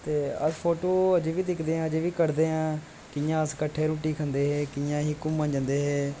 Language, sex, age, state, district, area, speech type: Dogri, male, 18-30, Jammu and Kashmir, Kathua, rural, spontaneous